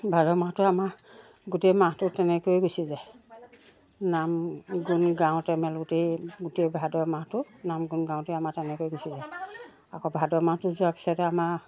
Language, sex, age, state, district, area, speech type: Assamese, female, 60+, Assam, Lakhimpur, rural, spontaneous